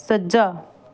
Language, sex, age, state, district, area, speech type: Punjabi, female, 30-45, Punjab, Fatehgarh Sahib, rural, read